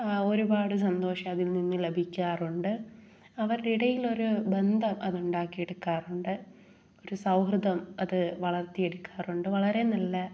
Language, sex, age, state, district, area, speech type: Malayalam, female, 18-30, Kerala, Kollam, rural, spontaneous